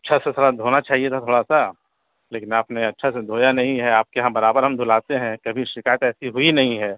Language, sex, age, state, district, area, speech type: Urdu, male, 30-45, Bihar, Gaya, urban, conversation